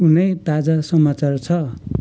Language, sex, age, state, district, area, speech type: Nepali, male, 60+, West Bengal, Kalimpong, rural, read